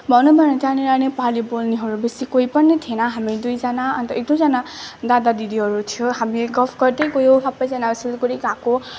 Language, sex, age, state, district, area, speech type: Nepali, female, 18-30, West Bengal, Darjeeling, rural, spontaneous